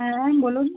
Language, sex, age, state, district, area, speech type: Bengali, female, 18-30, West Bengal, Birbhum, urban, conversation